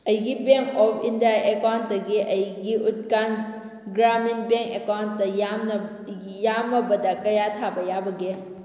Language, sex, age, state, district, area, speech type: Manipuri, female, 18-30, Manipur, Kakching, rural, read